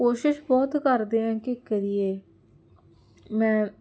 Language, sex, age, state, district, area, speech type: Punjabi, female, 18-30, Punjab, Jalandhar, urban, spontaneous